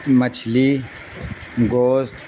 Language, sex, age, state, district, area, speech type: Urdu, male, 60+, Bihar, Darbhanga, rural, spontaneous